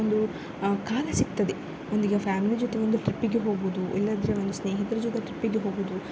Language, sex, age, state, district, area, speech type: Kannada, female, 18-30, Karnataka, Udupi, rural, spontaneous